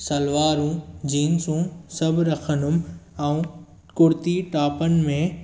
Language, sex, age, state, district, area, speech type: Sindhi, male, 18-30, Maharashtra, Thane, urban, spontaneous